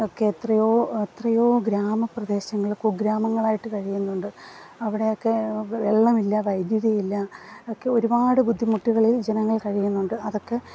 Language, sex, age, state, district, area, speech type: Malayalam, female, 30-45, Kerala, Kollam, rural, spontaneous